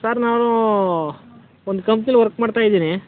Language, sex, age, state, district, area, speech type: Kannada, male, 18-30, Karnataka, Mysore, rural, conversation